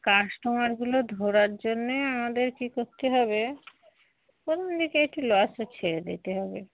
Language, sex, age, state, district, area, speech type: Bengali, female, 45-60, West Bengal, Darjeeling, urban, conversation